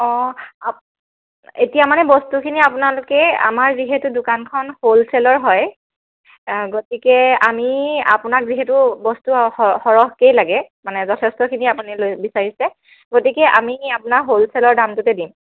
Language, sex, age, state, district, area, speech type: Assamese, female, 18-30, Assam, Lakhimpur, rural, conversation